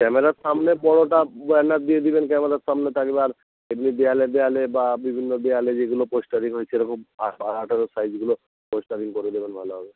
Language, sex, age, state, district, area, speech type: Bengali, male, 30-45, West Bengal, North 24 Parganas, rural, conversation